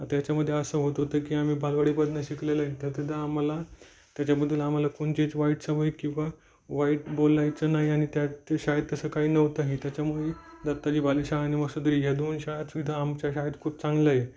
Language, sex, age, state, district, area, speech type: Marathi, male, 18-30, Maharashtra, Jalna, urban, spontaneous